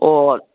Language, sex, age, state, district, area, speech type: Manipuri, female, 60+, Manipur, Kangpokpi, urban, conversation